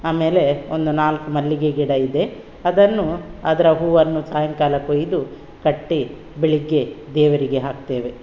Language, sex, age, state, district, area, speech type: Kannada, female, 60+, Karnataka, Udupi, rural, spontaneous